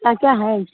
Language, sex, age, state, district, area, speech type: Hindi, female, 18-30, Uttar Pradesh, Mirzapur, rural, conversation